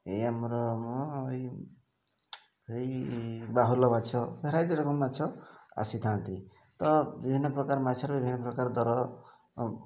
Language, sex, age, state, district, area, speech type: Odia, male, 45-60, Odisha, Mayurbhanj, rural, spontaneous